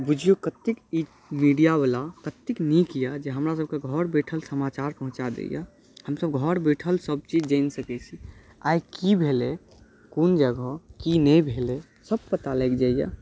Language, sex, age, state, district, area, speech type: Maithili, male, 18-30, Bihar, Saharsa, rural, spontaneous